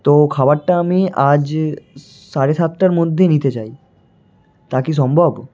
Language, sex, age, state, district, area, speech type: Bengali, male, 18-30, West Bengal, Malda, rural, spontaneous